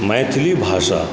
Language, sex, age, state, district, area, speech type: Maithili, male, 45-60, Bihar, Supaul, rural, spontaneous